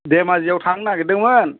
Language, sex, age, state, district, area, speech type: Bodo, male, 60+, Assam, Kokrajhar, urban, conversation